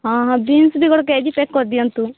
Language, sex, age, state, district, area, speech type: Odia, female, 18-30, Odisha, Rayagada, rural, conversation